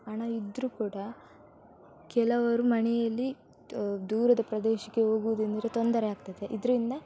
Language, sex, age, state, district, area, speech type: Kannada, female, 18-30, Karnataka, Udupi, rural, spontaneous